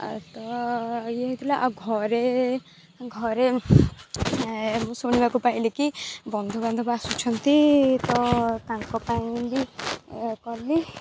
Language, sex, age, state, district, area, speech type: Odia, female, 18-30, Odisha, Kendujhar, urban, spontaneous